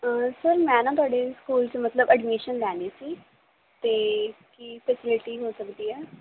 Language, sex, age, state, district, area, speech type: Punjabi, female, 18-30, Punjab, Muktsar, urban, conversation